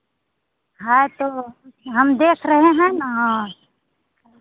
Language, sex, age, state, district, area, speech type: Hindi, female, 45-60, Bihar, Madhepura, rural, conversation